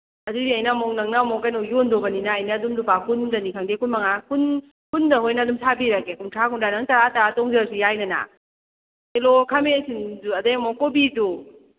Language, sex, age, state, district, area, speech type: Manipuri, female, 18-30, Manipur, Kakching, rural, conversation